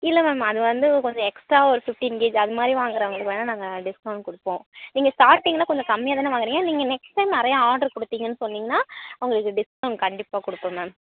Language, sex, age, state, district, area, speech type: Tamil, female, 18-30, Tamil Nadu, Tiruvarur, rural, conversation